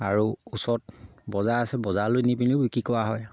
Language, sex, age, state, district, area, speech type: Assamese, male, 30-45, Assam, Sivasagar, rural, spontaneous